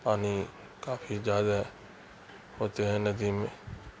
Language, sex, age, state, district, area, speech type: Urdu, male, 45-60, Bihar, Darbhanga, rural, spontaneous